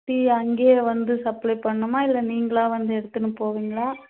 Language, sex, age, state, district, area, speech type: Tamil, female, 30-45, Tamil Nadu, Tirupattur, rural, conversation